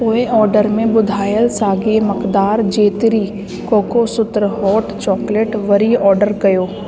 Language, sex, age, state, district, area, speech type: Sindhi, female, 30-45, Delhi, South Delhi, urban, read